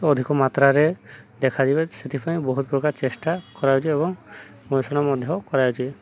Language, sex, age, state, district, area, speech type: Odia, male, 30-45, Odisha, Subarnapur, urban, spontaneous